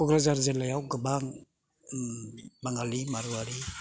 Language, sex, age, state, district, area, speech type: Bodo, male, 60+, Assam, Kokrajhar, urban, spontaneous